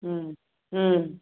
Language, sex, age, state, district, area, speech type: Maithili, female, 45-60, Bihar, Sitamarhi, rural, conversation